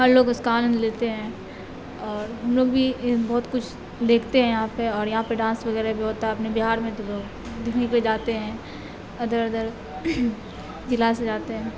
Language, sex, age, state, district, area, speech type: Urdu, female, 18-30, Bihar, Supaul, rural, spontaneous